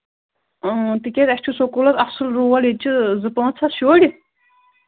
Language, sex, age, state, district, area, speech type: Kashmiri, female, 18-30, Jammu and Kashmir, Kulgam, rural, conversation